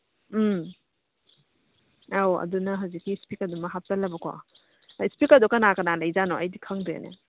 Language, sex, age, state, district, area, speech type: Manipuri, female, 30-45, Manipur, Imphal East, rural, conversation